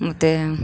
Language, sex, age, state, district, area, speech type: Kannada, female, 45-60, Karnataka, Vijayanagara, rural, spontaneous